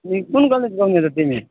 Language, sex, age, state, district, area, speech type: Nepali, male, 18-30, West Bengal, Alipurduar, rural, conversation